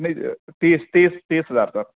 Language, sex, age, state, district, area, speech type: Urdu, male, 18-30, Delhi, Central Delhi, urban, conversation